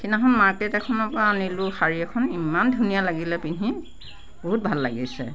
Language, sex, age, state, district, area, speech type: Assamese, female, 60+, Assam, Nagaon, rural, spontaneous